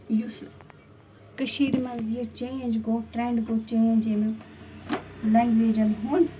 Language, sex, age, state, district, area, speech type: Kashmiri, female, 18-30, Jammu and Kashmir, Bandipora, rural, spontaneous